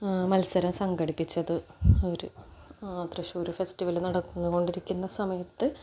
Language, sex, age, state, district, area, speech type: Malayalam, female, 18-30, Kerala, Palakkad, rural, spontaneous